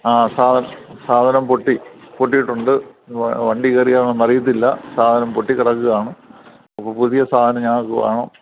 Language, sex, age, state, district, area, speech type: Malayalam, male, 60+, Kerala, Thiruvananthapuram, rural, conversation